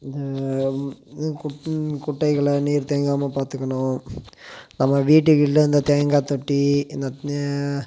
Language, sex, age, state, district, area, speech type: Tamil, male, 18-30, Tamil Nadu, Coimbatore, urban, spontaneous